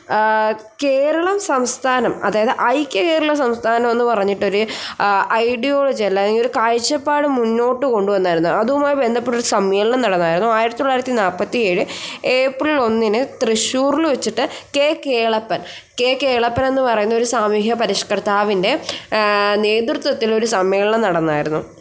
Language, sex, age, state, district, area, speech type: Malayalam, female, 18-30, Kerala, Thiruvananthapuram, rural, spontaneous